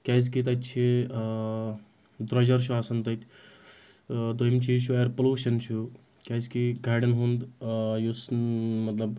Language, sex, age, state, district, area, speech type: Kashmiri, male, 18-30, Jammu and Kashmir, Anantnag, rural, spontaneous